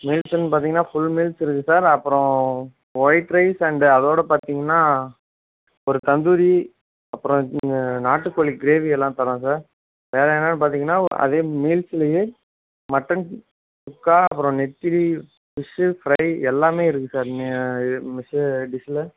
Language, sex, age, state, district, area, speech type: Tamil, male, 45-60, Tamil Nadu, Ariyalur, rural, conversation